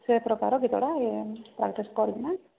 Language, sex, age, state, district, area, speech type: Odia, female, 30-45, Odisha, Sambalpur, rural, conversation